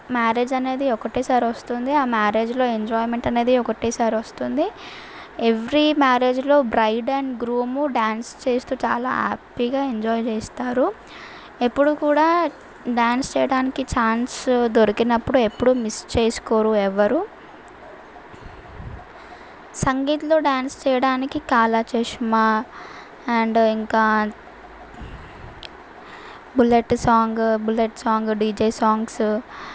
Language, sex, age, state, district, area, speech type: Telugu, female, 18-30, Telangana, Mahbubnagar, urban, spontaneous